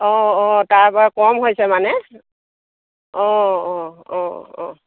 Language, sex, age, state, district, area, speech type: Assamese, female, 60+, Assam, Dibrugarh, rural, conversation